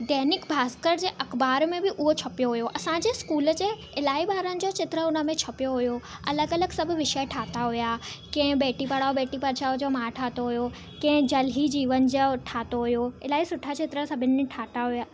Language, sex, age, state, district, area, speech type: Sindhi, female, 18-30, Gujarat, Surat, urban, spontaneous